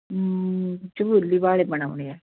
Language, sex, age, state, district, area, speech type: Punjabi, female, 60+, Punjab, Muktsar, urban, conversation